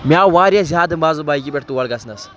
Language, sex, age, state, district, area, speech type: Kashmiri, male, 18-30, Jammu and Kashmir, Kulgam, rural, spontaneous